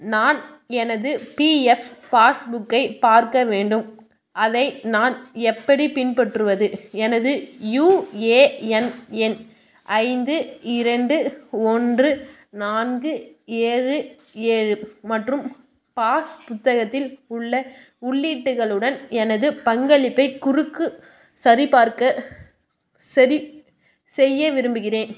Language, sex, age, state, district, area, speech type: Tamil, female, 18-30, Tamil Nadu, Vellore, urban, read